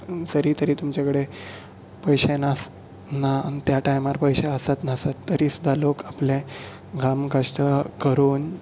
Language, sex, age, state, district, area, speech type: Goan Konkani, male, 18-30, Goa, Bardez, urban, spontaneous